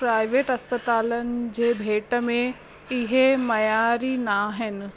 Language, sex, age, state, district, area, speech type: Sindhi, female, 30-45, Rajasthan, Ajmer, urban, spontaneous